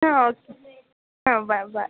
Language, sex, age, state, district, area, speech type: Kannada, female, 18-30, Karnataka, Gadag, rural, conversation